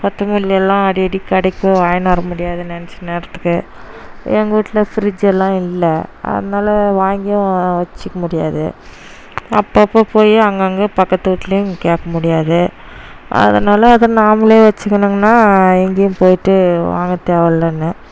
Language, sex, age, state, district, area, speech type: Tamil, female, 30-45, Tamil Nadu, Dharmapuri, rural, spontaneous